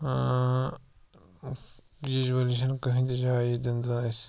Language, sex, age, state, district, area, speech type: Kashmiri, male, 18-30, Jammu and Kashmir, Pulwama, rural, spontaneous